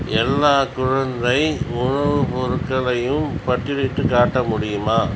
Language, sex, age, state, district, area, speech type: Tamil, male, 30-45, Tamil Nadu, Ariyalur, rural, read